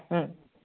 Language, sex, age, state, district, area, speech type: Assamese, male, 18-30, Assam, Biswanath, rural, conversation